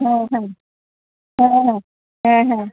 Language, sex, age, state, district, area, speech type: Bengali, female, 60+, West Bengal, Kolkata, urban, conversation